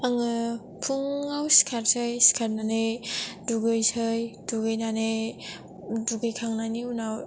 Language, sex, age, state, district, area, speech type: Bodo, female, 18-30, Assam, Kokrajhar, rural, spontaneous